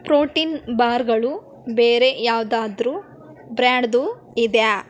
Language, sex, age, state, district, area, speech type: Kannada, female, 18-30, Karnataka, Bidar, urban, read